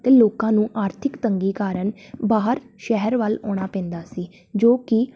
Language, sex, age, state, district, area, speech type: Punjabi, female, 18-30, Punjab, Tarn Taran, urban, spontaneous